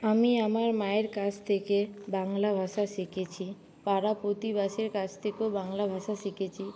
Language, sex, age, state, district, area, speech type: Bengali, female, 18-30, West Bengal, Paschim Medinipur, rural, spontaneous